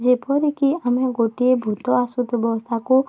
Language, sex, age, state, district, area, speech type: Odia, female, 18-30, Odisha, Bargarh, urban, spontaneous